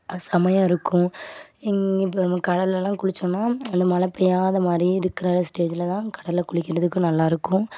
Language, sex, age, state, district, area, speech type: Tamil, female, 18-30, Tamil Nadu, Thoothukudi, rural, spontaneous